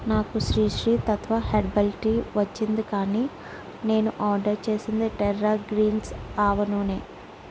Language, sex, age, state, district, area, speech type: Telugu, female, 30-45, Telangana, Mancherial, rural, read